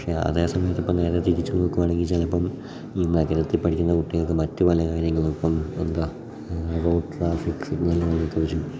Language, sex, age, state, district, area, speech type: Malayalam, male, 18-30, Kerala, Idukki, rural, spontaneous